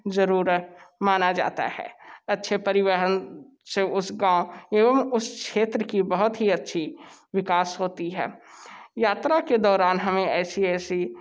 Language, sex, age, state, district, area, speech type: Hindi, male, 18-30, Uttar Pradesh, Sonbhadra, rural, spontaneous